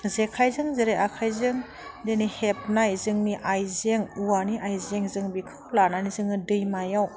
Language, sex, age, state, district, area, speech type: Bodo, female, 18-30, Assam, Udalguri, urban, spontaneous